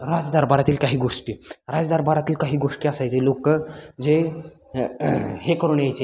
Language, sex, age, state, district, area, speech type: Marathi, male, 18-30, Maharashtra, Satara, rural, spontaneous